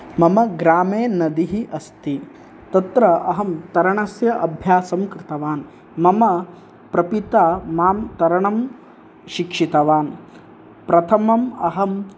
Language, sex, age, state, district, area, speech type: Sanskrit, male, 18-30, Karnataka, Uttara Kannada, rural, spontaneous